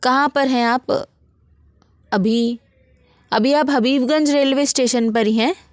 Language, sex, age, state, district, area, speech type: Hindi, female, 60+, Madhya Pradesh, Bhopal, urban, spontaneous